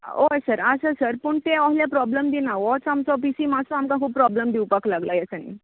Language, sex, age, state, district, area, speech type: Goan Konkani, female, 18-30, Goa, Tiswadi, rural, conversation